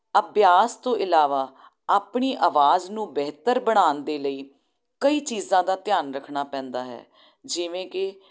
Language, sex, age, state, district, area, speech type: Punjabi, female, 30-45, Punjab, Jalandhar, urban, spontaneous